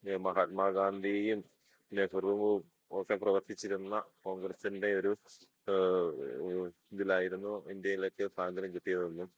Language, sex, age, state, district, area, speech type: Malayalam, male, 30-45, Kerala, Idukki, rural, spontaneous